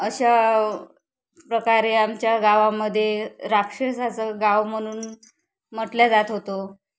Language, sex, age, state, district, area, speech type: Marathi, female, 30-45, Maharashtra, Wardha, rural, spontaneous